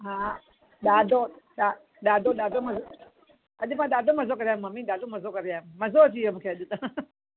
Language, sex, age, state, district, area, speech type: Sindhi, female, 60+, Maharashtra, Mumbai Suburban, urban, conversation